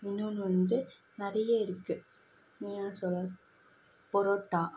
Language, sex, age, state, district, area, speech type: Tamil, female, 18-30, Tamil Nadu, Kanchipuram, urban, spontaneous